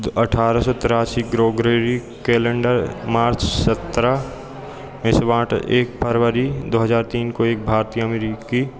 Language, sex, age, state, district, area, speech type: Hindi, male, 18-30, Madhya Pradesh, Hoshangabad, rural, spontaneous